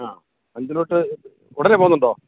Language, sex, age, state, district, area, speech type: Malayalam, male, 45-60, Kerala, Kollam, rural, conversation